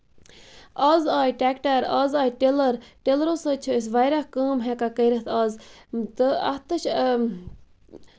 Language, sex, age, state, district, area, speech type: Kashmiri, female, 30-45, Jammu and Kashmir, Bandipora, rural, spontaneous